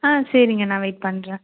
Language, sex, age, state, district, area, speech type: Tamil, female, 18-30, Tamil Nadu, Nagapattinam, rural, conversation